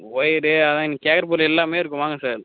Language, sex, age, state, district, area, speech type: Tamil, male, 18-30, Tamil Nadu, Cuddalore, rural, conversation